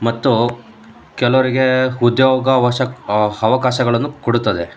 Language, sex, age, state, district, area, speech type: Kannada, male, 18-30, Karnataka, Shimoga, urban, spontaneous